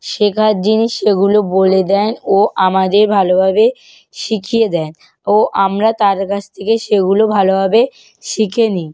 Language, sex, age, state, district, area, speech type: Bengali, female, 18-30, West Bengal, North 24 Parganas, rural, spontaneous